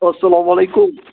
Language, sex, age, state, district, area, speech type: Kashmiri, male, 30-45, Jammu and Kashmir, Budgam, rural, conversation